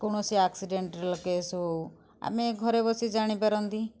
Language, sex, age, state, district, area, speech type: Odia, female, 30-45, Odisha, Kendujhar, urban, spontaneous